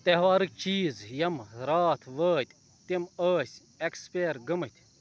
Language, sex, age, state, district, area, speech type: Kashmiri, male, 30-45, Jammu and Kashmir, Ganderbal, rural, read